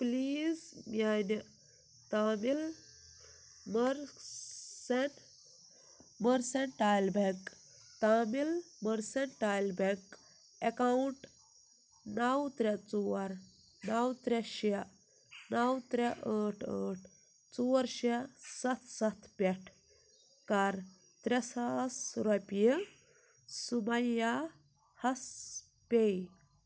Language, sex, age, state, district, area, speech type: Kashmiri, female, 18-30, Jammu and Kashmir, Ganderbal, rural, read